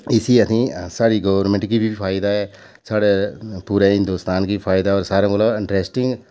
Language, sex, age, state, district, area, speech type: Dogri, male, 45-60, Jammu and Kashmir, Udhampur, urban, spontaneous